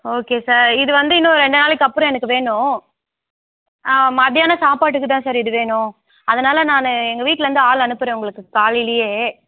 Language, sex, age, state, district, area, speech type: Tamil, female, 18-30, Tamil Nadu, Mayiladuthurai, rural, conversation